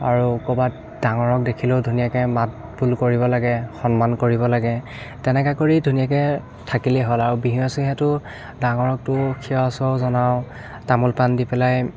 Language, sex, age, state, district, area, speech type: Assamese, male, 18-30, Assam, Biswanath, rural, spontaneous